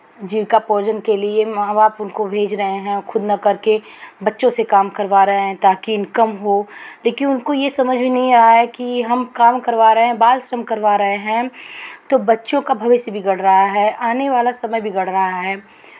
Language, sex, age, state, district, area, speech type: Hindi, female, 45-60, Uttar Pradesh, Chandauli, urban, spontaneous